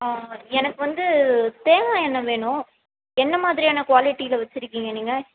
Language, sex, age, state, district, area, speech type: Tamil, female, 18-30, Tamil Nadu, Ranipet, rural, conversation